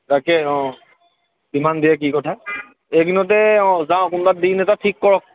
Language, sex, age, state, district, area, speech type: Assamese, male, 30-45, Assam, Golaghat, urban, conversation